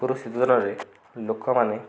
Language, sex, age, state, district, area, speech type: Odia, male, 18-30, Odisha, Kendujhar, urban, spontaneous